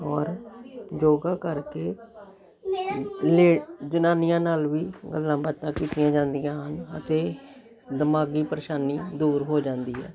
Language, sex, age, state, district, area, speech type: Punjabi, female, 60+, Punjab, Jalandhar, urban, spontaneous